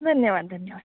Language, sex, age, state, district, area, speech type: Marathi, female, 18-30, Maharashtra, Thane, urban, conversation